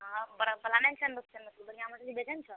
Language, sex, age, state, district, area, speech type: Maithili, female, 18-30, Bihar, Purnia, rural, conversation